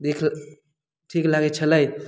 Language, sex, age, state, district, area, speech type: Maithili, male, 18-30, Bihar, Samastipur, rural, spontaneous